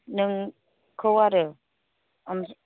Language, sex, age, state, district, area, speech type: Bodo, female, 45-60, Assam, Kokrajhar, rural, conversation